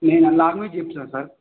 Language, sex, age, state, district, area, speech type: Telugu, male, 18-30, Telangana, Nizamabad, urban, conversation